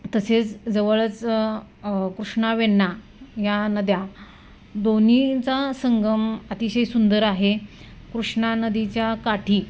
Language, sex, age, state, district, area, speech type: Marathi, female, 30-45, Maharashtra, Satara, rural, spontaneous